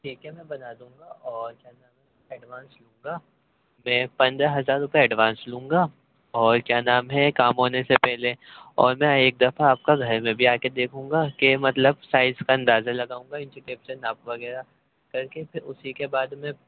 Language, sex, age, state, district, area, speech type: Urdu, male, 18-30, Uttar Pradesh, Ghaziabad, rural, conversation